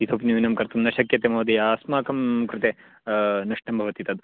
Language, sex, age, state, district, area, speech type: Sanskrit, male, 18-30, Karnataka, Chikkamagaluru, rural, conversation